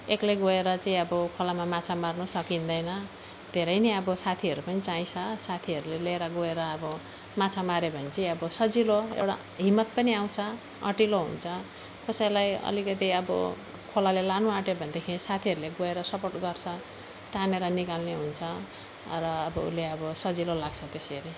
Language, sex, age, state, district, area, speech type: Nepali, female, 45-60, West Bengal, Alipurduar, urban, spontaneous